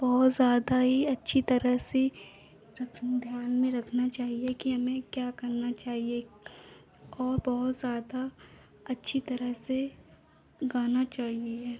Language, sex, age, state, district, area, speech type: Hindi, female, 30-45, Uttar Pradesh, Lucknow, rural, spontaneous